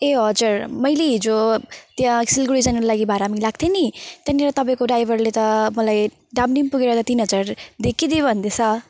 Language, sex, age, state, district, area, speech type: Nepali, female, 18-30, West Bengal, Jalpaiguri, urban, spontaneous